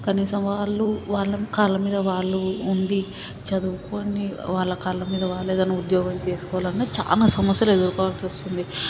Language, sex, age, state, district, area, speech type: Telugu, female, 18-30, Telangana, Hyderabad, urban, spontaneous